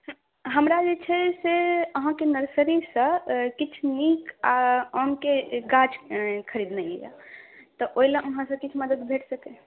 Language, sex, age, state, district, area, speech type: Maithili, female, 18-30, Bihar, Saharsa, urban, conversation